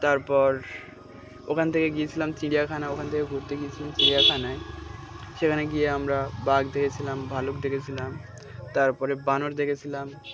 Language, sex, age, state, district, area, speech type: Bengali, male, 18-30, West Bengal, Birbhum, urban, spontaneous